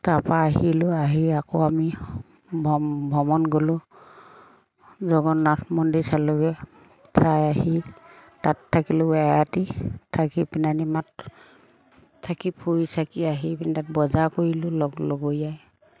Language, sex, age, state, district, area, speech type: Assamese, female, 45-60, Assam, Lakhimpur, rural, spontaneous